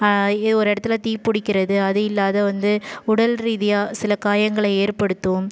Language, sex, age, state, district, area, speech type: Tamil, female, 30-45, Tamil Nadu, Ariyalur, rural, spontaneous